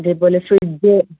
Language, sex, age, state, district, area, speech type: Malayalam, female, 60+, Kerala, Palakkad, rural, conversation